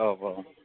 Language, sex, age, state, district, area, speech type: Bodo, male, 18-30, Assam, Kokrajhar, urban, conversation